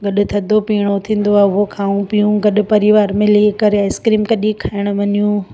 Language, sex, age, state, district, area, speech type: Sindhi, female, 30-45, Gujarat, Surat, urban, spontaneous